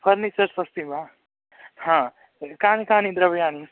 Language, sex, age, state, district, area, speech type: Sanskrit, male, 18-30, Odisha, Bargarh, rural, conversation